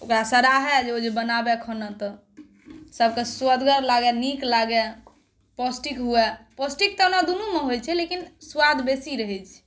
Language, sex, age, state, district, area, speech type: Maithili, female, 18-30, Bihar, Saharsa, rural, spontaneous